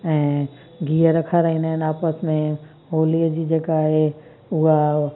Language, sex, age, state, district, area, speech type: Sindhi, female, 45-60, Gujarat, Kutch, rural, spontaneous